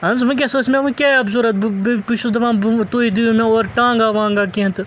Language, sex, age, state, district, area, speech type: Kashmiri, male, 30-45, Jammu and Kashmir, Srinagar, urban, spontaneous